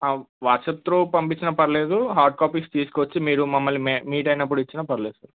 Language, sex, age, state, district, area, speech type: Telugu, male, 18-30, Telangana, Hyderabad, urban, conversation